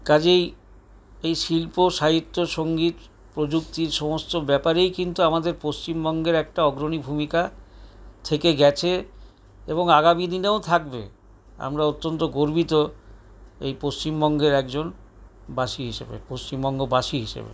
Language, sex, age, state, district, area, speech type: Bengali, male, 60+, West Bengal, Paschim Bardhaman, urban, spontaneous